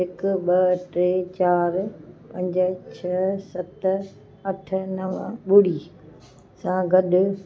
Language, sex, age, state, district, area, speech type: Sindhi, female, 45-60, Gujarat, Kutch, urban, read